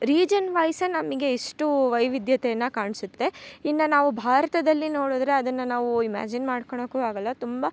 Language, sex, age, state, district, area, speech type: Kannada, female, 18-30, Karnataka, Chikkamagaluru, rural, spontaneous